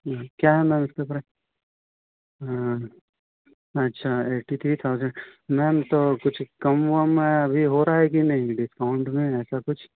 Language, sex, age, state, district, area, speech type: Hindi, male, 30-45, Madhya Pradesh, Betul, urban, conversation